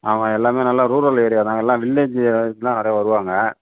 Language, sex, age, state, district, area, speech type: Tamil, male, 60+, Tamil Nadu, Sivaganga, urban, conversation